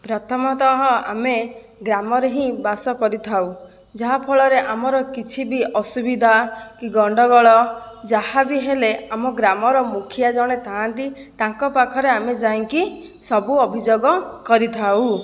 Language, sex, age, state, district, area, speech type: Odia, female, 18-30, Odisha, Jajpur, rural, spontaneous